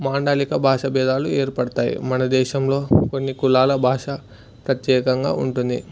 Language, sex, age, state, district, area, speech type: Telugu, male, 18-30, Andhra Pradesh, Sri Satya Sai, urban, spontaneous